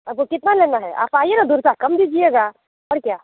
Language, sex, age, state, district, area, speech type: Hindi, female, 30-45, Bihar, Muzaffarpur, rural, conversation